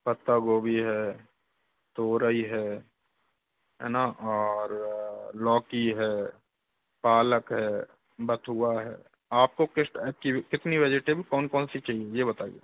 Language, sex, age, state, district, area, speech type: Hindi, male, 60+, Rajasthan, Jaipur, urban, conversation